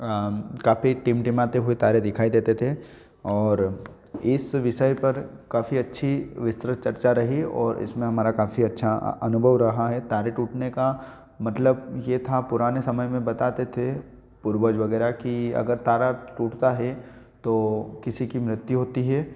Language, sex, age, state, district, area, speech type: Hindi, male, 18-30, Madhya Pradesh, Ujjain, rural, spontaneous